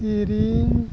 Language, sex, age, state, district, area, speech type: Santali, male, 45-60, Odisha, Mayurbhanj, rural, spontaneous